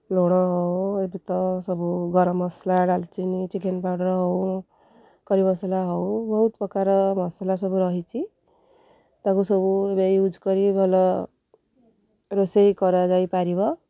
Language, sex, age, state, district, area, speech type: Odia, female, 30-45, Odisha, Kendrapara, urban, spontaneous